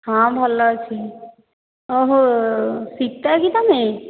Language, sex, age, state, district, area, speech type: Odia, female, 60+, Odisha, Dhenkanal, rural, conversation